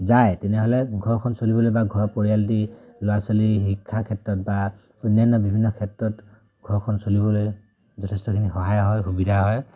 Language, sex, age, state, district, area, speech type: Assamese, male, 18-30, Assam, Dhemaji, rural, spontaneous